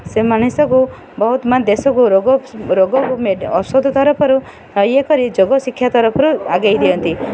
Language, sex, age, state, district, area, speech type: Odia, female, 45-60, Odisha, Kendrapara, urban, spontaneous